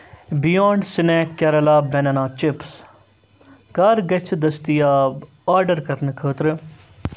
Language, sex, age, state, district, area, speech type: Kashmiri, male, 30-45, Jammu and Kashmir, Srinagar, urban, read